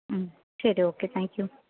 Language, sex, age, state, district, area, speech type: Tamil, female, 18-30, Tamil Nadu, Perambalur, rural, conversation